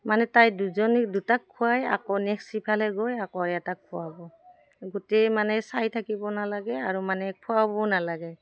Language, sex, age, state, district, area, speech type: Assamese, female, 45-60, Assam, Udalguri, rural, spontaneous